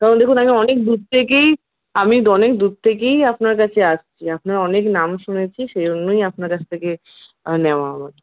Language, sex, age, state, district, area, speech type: Bengali, female, 18-30, West Bengal, Paschim Bardhaman, rural, conversation